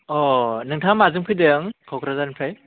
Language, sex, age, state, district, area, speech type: Bodo, male, 18-30, Assam, Udalguri, rural, conversation